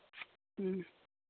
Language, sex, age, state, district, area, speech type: Santali, male, 18-30, Jharkhand, Pakur, rural, conversation